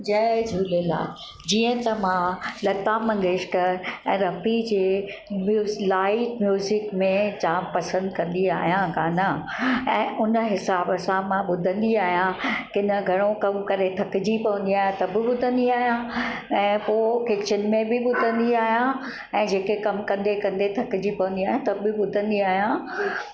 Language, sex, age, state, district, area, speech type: Sindhi, female, 60+, Maharashtra, Mumbai Suburban, urban, spontaneous